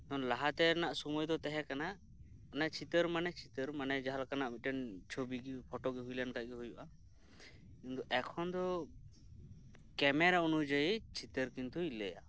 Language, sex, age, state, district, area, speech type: Santali, male, 18-30, West Bengal, Birbhum, rural, spontaneous